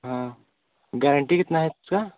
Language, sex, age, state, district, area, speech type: Hindi, male, 18-30, Uttar Pradesh, Varanasi, rural, conversation